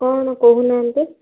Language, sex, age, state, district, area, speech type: Odia, female, 18-30, Odisha, Bhadrak, rural, conversation